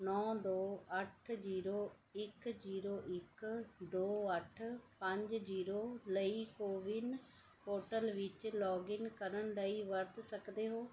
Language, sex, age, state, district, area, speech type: Punjabi, female, 45-60, Punjab, Mohali, urban, read